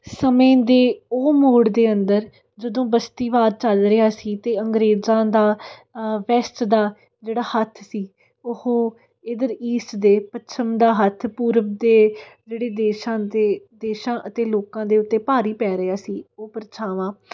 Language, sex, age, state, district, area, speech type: Punjabi, female, 18-30, Punjab, Fatehgarh Sahib, urban, spontaneous